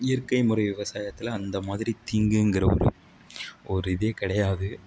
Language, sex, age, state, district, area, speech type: Tamil, male, 60+, Tamil Nadu, Tiruvarur, rural, spontaneous